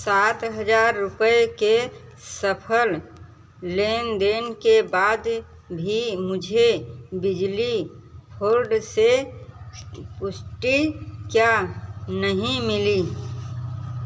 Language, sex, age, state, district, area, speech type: Hindi, female, 30-45, Uttar Pradesh, Bhadohi, rural, read